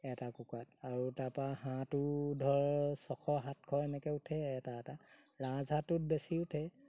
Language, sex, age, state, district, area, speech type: Assamese, male, 60+, Assam, Golaghat, rural, spontaneous